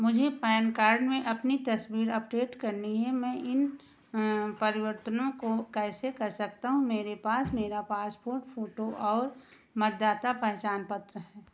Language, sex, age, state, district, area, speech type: Hindi, female, 60+, Uttar Pradesh, Ayodhya, rural, read